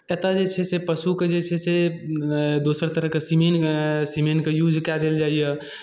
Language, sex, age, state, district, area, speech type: Maithili, male, 18-30, Bihar, Darbhanga, rural, spontaneous